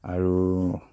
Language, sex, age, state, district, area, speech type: Assamese, male, 60+, Assam, Kamrup Metropolitan, urban, spontaneous